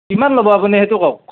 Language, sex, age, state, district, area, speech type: Assamese, male, 18-30, Assam, Nalbari, rural, conversation